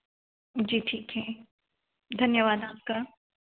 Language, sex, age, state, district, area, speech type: Hindi, female, 30-45, Madhya Pradesh, Betul, urban, conversation